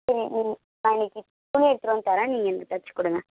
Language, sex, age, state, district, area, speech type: Tamil, female, 18-30, Tamil Nadu, Mayiladuthurai, rural, conversation